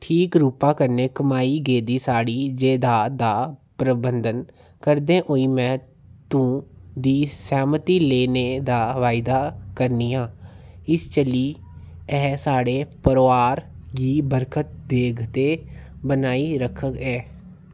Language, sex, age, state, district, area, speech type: Dogri, male, 30-45, Jammu and Kashmir, Reasi, rural, read